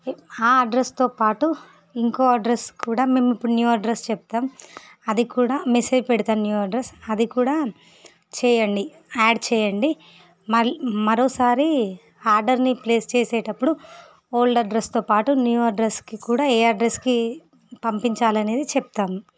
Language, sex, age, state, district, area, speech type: Telugu, female, 30-45, Andhra Pradesh, Visakhapatnam, urban, spontaneous